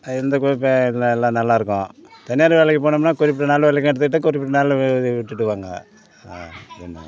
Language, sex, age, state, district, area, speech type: Tamil, male, 60+, Tamil Nadu, Ariyalur, rural, spontaneous